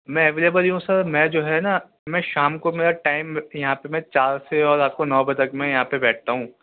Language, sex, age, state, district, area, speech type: Urdu, male, 18-30, Delhi, South Delhi, urban, conversation